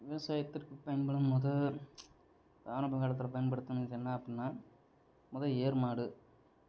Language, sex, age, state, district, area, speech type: Tamil, male, 30-45, Tamil Nadu, Sivaganga, rural, spontaneous